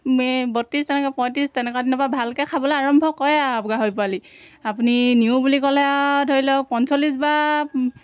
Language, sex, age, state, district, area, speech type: Assamese, female, 30-45, Assam, Golaghat, rural, spontaneous